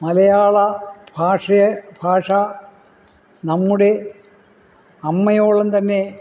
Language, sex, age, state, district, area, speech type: Malayalam, male, 60+, Kerala, Kollam, rural, spontaneous